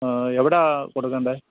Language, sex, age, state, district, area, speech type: Malayalam, male, 45-60, Kerala, Kottayam, rural, conversation